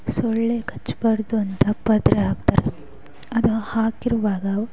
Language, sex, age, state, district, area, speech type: Kannada, female, 18-30, Karnataka, Gadag, rural, spontaneous